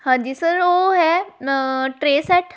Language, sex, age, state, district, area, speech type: Punjabi, female, 18-30, Punjab, Shaheed Bhagat Singh Nagar, rural, spontaneous